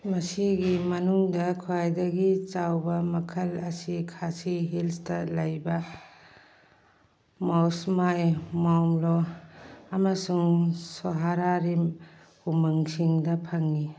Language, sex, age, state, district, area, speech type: Manipuri, female, 45-60, Manipur, Churachandpur, urban, read